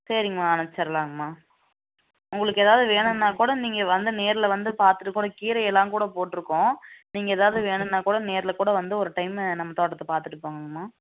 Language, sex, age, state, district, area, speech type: Tamil, female, 18-30, Tamil Nadu, Namakkal, rural, conversation